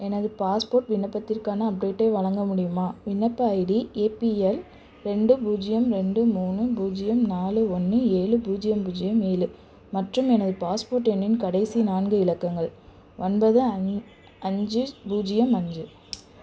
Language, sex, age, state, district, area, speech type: Tamil, female, 18-30, Tamil Nadu, Madurai, urban, read